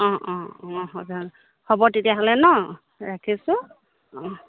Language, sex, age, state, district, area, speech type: Assamese, female, 30-45, Assam, Dibrugarh, urban, conversation